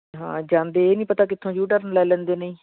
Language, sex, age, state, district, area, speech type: Punjabi, female, 45-60, Punjab, Fatehgarh Sahib, urban, conversation